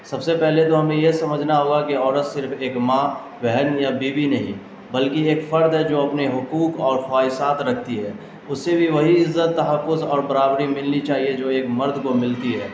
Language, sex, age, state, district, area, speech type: Urdu, male, 18-30, Bihar, Darbhanga, rural, spontaneous